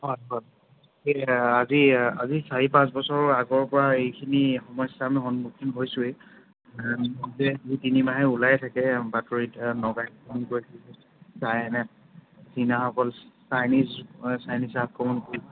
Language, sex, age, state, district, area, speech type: Assamese, male, 30-45, Assam, Sivasagar, urban, conversation